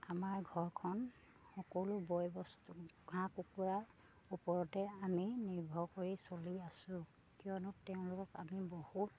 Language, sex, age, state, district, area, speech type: Assamese, female, 30-45, Assam, Sivasagar, rural, spontaneous